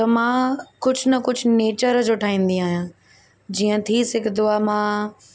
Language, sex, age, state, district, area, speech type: Sindhi, female, 18-30, Uttar Pradesh, Lucknow, urban, spontaneous